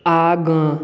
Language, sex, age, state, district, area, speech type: Maithili, male, 18-30, Bihar, Madhubani, rural, read